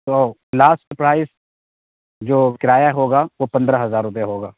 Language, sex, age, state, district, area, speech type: Urdu, male, 18-30, Bihar, Purnia, rural, conversation